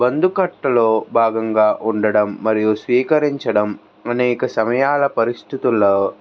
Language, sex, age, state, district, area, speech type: Telugu, male, 18-30, Andhra Pradesh, N T Rama Rao, urban, spontaneous